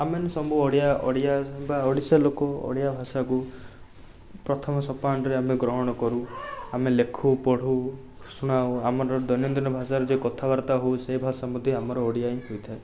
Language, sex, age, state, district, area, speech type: Odia, male, 18-30, Odisha, Rayagada, urban, spontaneous